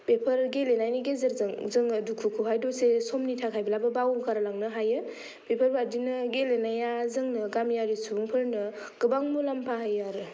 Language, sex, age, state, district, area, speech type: Bodo, female, 18-30, Assam, Kokrajhar, rural, spontaneous